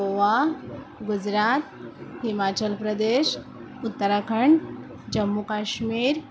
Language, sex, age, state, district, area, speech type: Marathi, female, 30-45, Maharashtra, Mumbai Suburban, urban, spontaneous